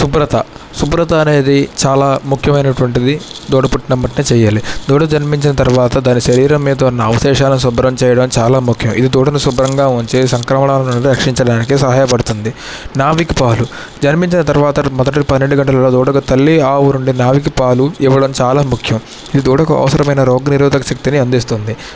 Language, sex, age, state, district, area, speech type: Telugu, male, 30-45, Andhra Pradesh, N T Rama Rao, rural, spontaneous